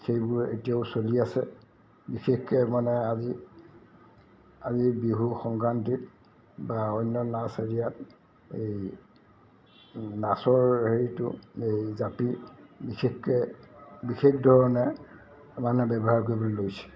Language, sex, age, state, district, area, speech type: Assamese, male, 60+, Assam, Golaghat, urban, spontaneous